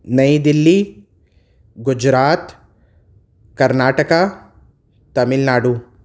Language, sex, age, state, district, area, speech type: Urdu, male, 30-45, Uttar Pradesh, Gautam Buddha Nagar, rural, spontaneous